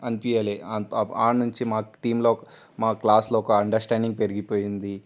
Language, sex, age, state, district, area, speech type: Telugu, male, 18-30, Telangana, Ranga Reddy, urban, spontaneous